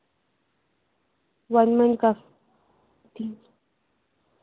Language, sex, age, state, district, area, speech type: Urdu, female, 18-30, Delhi, North East Delhi, urban, conversation